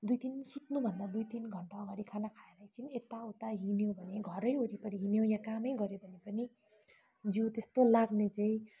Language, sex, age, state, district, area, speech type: Nepali, female, 18-30, West Bengal, Kalimpong, rural, spontaneous